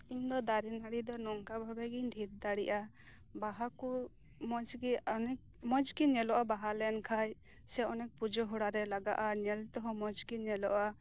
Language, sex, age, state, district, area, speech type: Santali, female, 30-45, West Bengal, Birbhum, rural, spontaneous